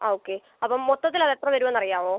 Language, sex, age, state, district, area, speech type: Malayalam, male, 18-30, Kerala, Alappuzha, rural, conversation